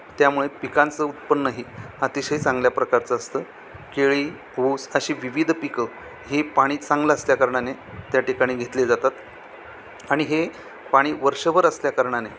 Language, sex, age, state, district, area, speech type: Marathi, male, 45-60, Maharashtra, Thane, rural, spontaneous